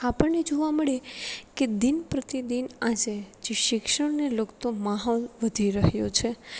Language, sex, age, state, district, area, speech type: Gujarati, female, 18-30, Gujarat, Rajkot, rural, spontaneous